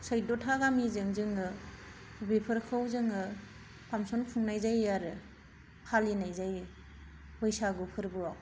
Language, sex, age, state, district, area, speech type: Bodo, female, 30-45, Assam, Kokrajhar, rural, spontaneous